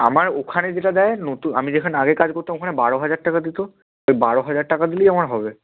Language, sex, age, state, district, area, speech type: Bengali, male, 18-30, West Bengal, Bankura, urban, conversation